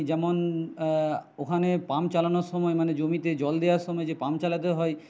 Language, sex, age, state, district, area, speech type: Bengali, male, 60+, West Bengal, Jhargram, rural, spontaneous